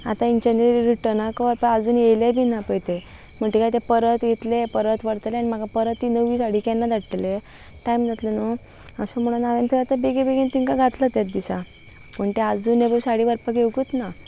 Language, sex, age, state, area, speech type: Goan Konkani, female, 18-30, Goa, rural, spontaneous